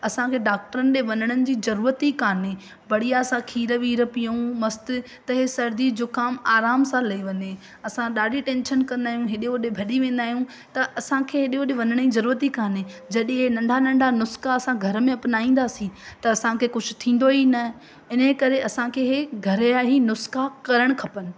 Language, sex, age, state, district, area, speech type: Sindhi, female, 18-30, Madhya Pradesh, Katni, rural, spontaneous